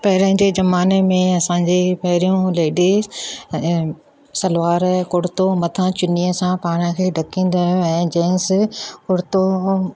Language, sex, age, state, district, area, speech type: Sindhi, female, 60+, Maharashtra, Thane, urban, spontaneous